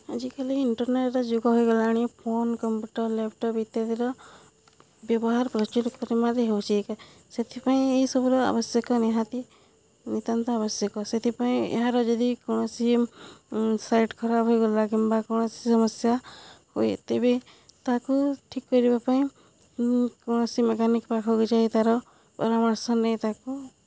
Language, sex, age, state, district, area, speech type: Odia, female, 45-60, Odisha, Balangir, urban, spontaneous